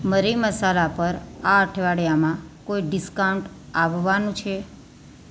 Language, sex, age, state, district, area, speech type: Gujarati, female, 30-45, Gujarat, Surat, urban, read